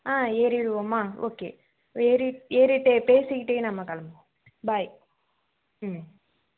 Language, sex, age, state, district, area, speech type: Tamil, female, 18-30, Tamil Nadu, Chengalpattu, urban, conversation